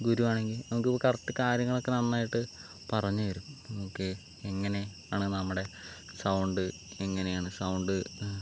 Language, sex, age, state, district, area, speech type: Malayalam, male, 18-30, Kerala, Palakkad, rural, spontaneous